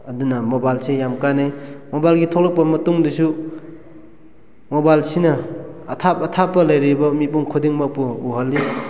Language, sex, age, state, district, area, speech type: Manipuri, male, 18-30, Manipur, Kakching, rural, spontaneous